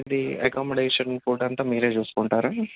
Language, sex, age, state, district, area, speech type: Telugu, male, 30-45, Telangana, Peddapalli, rural, conversation